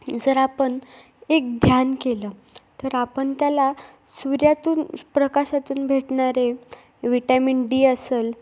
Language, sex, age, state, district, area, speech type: Marathi, female, 18-30, Maharashtra, Ahmednagar, urban, spontaneous